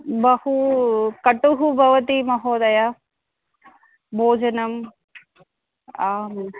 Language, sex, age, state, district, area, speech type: Sanskrit, female, 30-45, Telangana, Karimnagar, urban, conversation